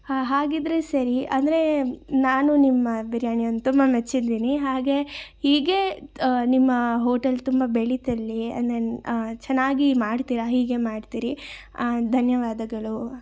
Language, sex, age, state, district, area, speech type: Kannada, female, 18-30, Karnataka, Chikkaballapur, urban, spontaneous